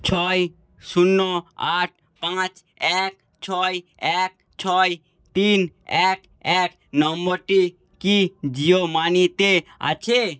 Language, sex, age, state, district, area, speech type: Bengali, male, 45-60, West Bengal, Nadia, rural, read